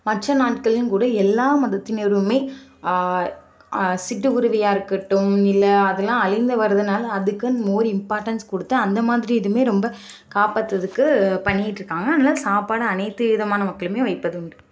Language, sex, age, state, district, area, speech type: Tamil, female, 18-30, Tamil Nadu, Kanchipuram, urban, spontaneous